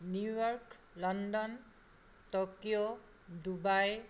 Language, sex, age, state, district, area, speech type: Assamese, female, 60+, Assam, Charaideo, urban, spontaneous